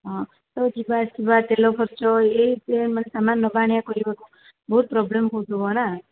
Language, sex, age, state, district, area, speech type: Odia, female, 45-60, Odisha, Sundergarh, rural, conversation